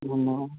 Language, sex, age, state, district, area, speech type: Hindi, male, 30-45, Bihar, Madhepura, rural, conversation